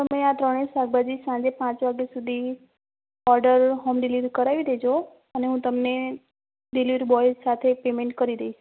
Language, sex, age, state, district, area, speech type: Gujarati, female, 18-30, Gujarat, Ahmedabad, rural, conversation